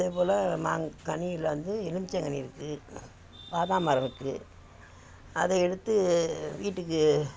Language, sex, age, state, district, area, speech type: Tamil, female, 60+, Tamil Nadu, Thanjavur, rural, spontaneous